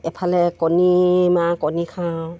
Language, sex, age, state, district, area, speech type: Assamese, female, 45-60, Assam, Dibrugarh, rural, spontaneous